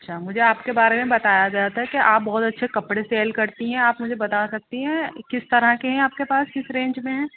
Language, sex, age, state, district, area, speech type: Urdu, female, 30-45, Uttar Pradesh, Rampur, urban, conversation